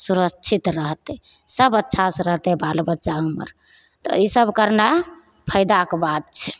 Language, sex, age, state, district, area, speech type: Maithili, female, 30-45, Bihar, Begusarai, rural, spontaneous